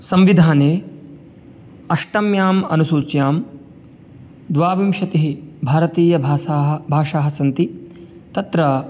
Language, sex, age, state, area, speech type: Sanskrit, male, 18-30, Uttar Pradesh, rural, spontaneous